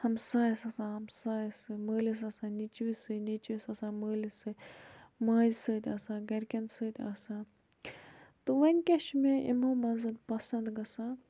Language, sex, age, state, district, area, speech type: Kashmiri, female, 18-30, Jammu and Kashmir, Budgam, rural, spontaneous